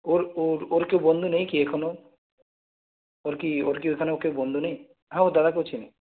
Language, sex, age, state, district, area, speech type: Bengali, male, 18-30, West Bengal, Purulia, rural, conversation